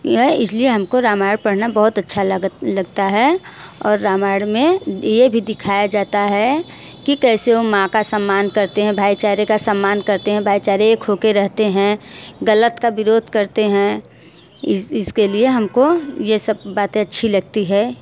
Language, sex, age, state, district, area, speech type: Hindi, female, 30-45, Uttar Pradesh, Mirzapur, rural, spontaneous